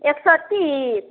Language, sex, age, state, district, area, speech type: Hindi, female, 30-45, Bihar, Samastipur, rural, conversation